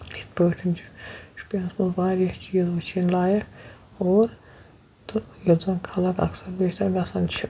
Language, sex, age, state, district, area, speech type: Kashmiri, male, 18-30, Jammu and Kashmir, Shopian, rural, spontaneous